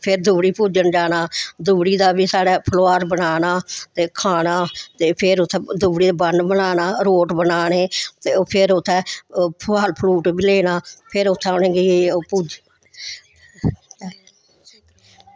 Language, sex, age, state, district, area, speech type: Dogri, female, 60+, Jammu and Kashmir, Samba, urban, spontaneous